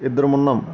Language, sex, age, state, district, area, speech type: Telugu, male, 18-30, Andhra Pradesh, Eluru, urban, spontaneous